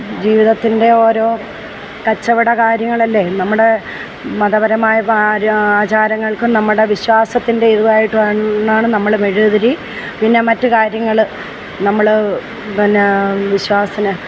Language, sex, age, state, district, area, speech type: Malayalam, female, 60+, Kerala, Kollam, rural, spontaneous